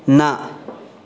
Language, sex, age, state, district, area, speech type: Sanskrit, male, 18-30, Karnataka, Uttara Kannada, rural, read